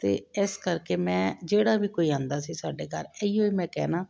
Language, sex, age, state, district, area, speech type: Punjabi, female, 45-60, Punjab, Jalandhar, urban, spontaneous